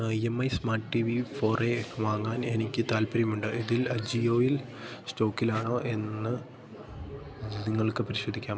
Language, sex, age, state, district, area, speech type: Malayalam, male, 18-30, Kerala, Idukki, rural, read